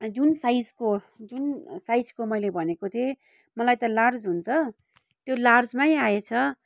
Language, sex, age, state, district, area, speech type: Nepali, female, 30-45, West Bengal, Kalimpong, rural, spontaneous